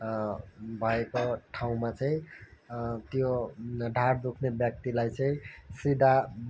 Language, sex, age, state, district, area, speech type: Nepali, male, 18-30, West Bengal, Kalimpong, rural, spontaneous